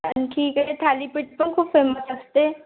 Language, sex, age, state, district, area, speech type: Marathi, female, 18-30, Maharashtra, Wardha, urban, conversation